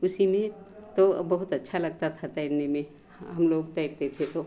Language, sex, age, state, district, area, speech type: Hindi, female, 60+, Uttar Pradesh, Lucknow, rural, spontaneous